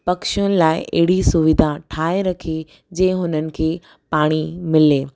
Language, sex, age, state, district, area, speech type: Sindhi, female, 18-30, Gujarat, Surat, urban, spontaneous